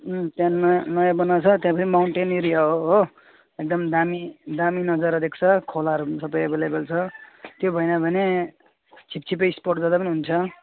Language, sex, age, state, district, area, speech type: Nepali, male, 18-30, West Bengal, Alipurduar, rural, conversation